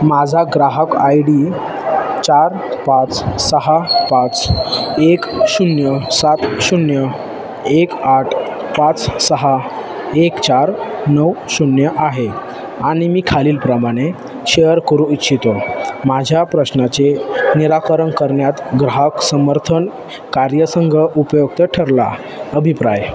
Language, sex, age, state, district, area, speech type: Marathi, male, 18-30, Maharashtra, Ahmednagar, urban, read